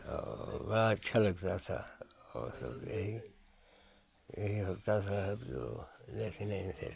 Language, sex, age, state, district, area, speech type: Hindi, male, 60+, Uttar Pradesh, Hardoi, rural, spontaneous